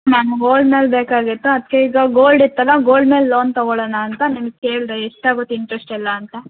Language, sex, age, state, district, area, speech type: Kannada, female, 18-30, Karnataka, Hassan, urban, conversation